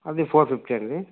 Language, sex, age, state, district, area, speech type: Telugu, male, 30-45, Andhra Pradesh, Nandyal, rural, conversation